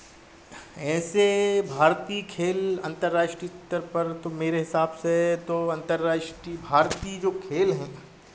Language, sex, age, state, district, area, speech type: Hindi, male, 45-60, Madhya Pradesh, Hoshangabad, rural, spontaneous